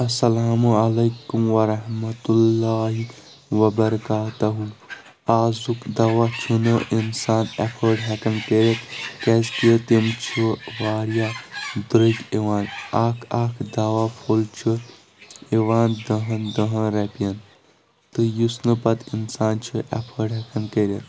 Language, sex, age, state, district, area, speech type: Kashmiri, male, 18-30, Jammu and Kashmir, Shopian, rural, spontaneous